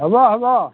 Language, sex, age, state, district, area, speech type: Assamese, male, 60+, Assam, Dhemaji, rural, conversation